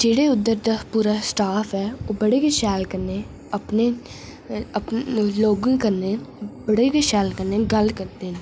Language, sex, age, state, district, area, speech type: Dogri, female, 18-30, Jammu and Kashmir, Reasi, urban, spontaneous